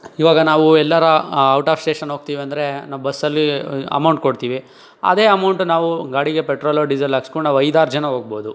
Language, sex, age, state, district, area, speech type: Kannada, male, 18-30, Karnataka, Tumkur, rural, spontaneous